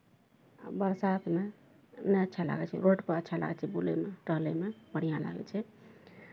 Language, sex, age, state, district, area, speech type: Maithili, female, 30-45, Bihar, Araria, rural, spontaneous